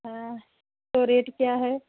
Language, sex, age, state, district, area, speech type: Hindi, female, 60+, Uttar Pradesh, Sitapur, rural, conversation